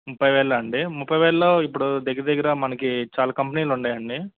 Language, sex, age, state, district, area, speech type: Telugu, male, 30-45, Andhra Pradesh, Guntur, urban, conversation